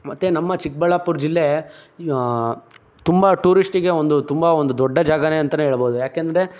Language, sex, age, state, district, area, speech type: Kannada, male, 18-30, Karnataka, Chikkaballapur, rural, spontaneous